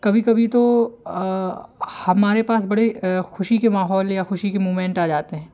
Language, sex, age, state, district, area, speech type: Hindi, male, 18-30, Madhya Pradesh, Hoshangabad, rural, spontaneous